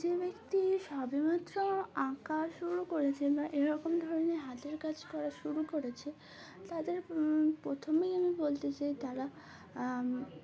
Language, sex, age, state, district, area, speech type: Bengali, female, 18-30, West Bengal, Uttar Dinajpur, urban, spontaneous